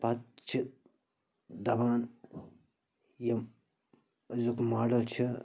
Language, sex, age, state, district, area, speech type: Kashmiri, male, 30-45, Jammu and Kashmir, Bandipora, rural, spontaneous